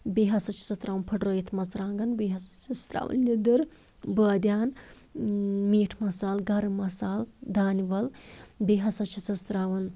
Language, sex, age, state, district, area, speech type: Kashmiri, female, 30-45, Jammu and Kashmir, Anantnag, rural, spontaneous